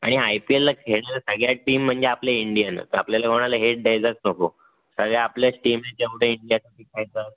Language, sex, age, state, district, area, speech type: Marathi, male, 18-30, Maharashtra, Raigad, urban, conversation